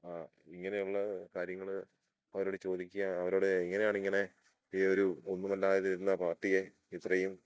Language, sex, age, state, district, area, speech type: Malayalam, male, 30-45, Kerala, Idukki, rural, spontaneous